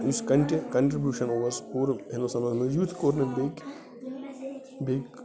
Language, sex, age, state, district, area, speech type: Kashmiri, male, 30-45, Jammu and Kashmir, Bandipora, rural, spontaneous